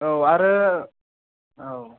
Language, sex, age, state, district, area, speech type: Bodo, male, 30-45, Assam, Kokrajhar, rural, conversation